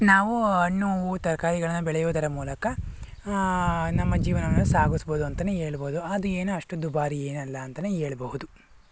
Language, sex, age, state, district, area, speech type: Kannada, male, 45-60, Karnataka, Tumkur, rural, spontaneous